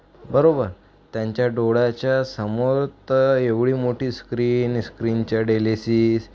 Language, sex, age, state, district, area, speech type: Marathi, male, 18-30, Maharashtra, Akola, rural, spontaneous